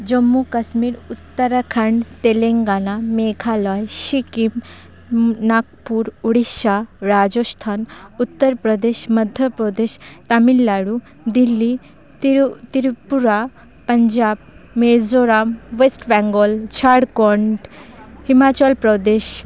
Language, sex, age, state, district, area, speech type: Santali, female, 18-30, West Bengal, Bankura, rural, spontaneous